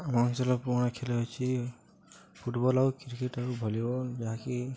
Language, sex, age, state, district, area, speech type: Odia, male, 18-30, Odisha, Nuapada, urban, spontaneous